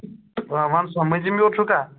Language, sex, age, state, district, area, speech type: Kashmiri, male, 18-30, Jammu and Kashmir, Ganderbal, rural, conversation